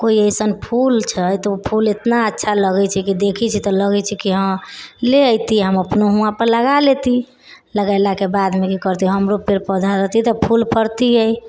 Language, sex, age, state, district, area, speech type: Maithili, female, 30-45, Bihar, Sitamarhi, rural, spontaneous